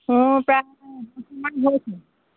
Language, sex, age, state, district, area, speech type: Assamese, female, 60+, Assam, Golaghat, rural, conversation